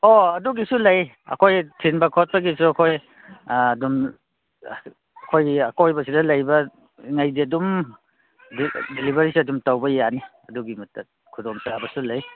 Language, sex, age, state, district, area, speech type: Manipuri, male, 45-60, Manipur, Kangpokpi, urban, conversation